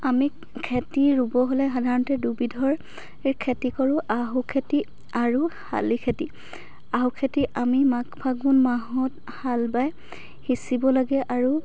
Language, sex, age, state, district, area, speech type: Assamese, female, 45-60, Assam, Dhemaji, rural, spontaneous